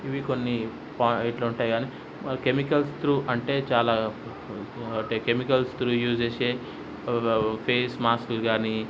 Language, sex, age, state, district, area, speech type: Telugu, male, 30-45, Telangana, Hyderabad, rural, spontaneous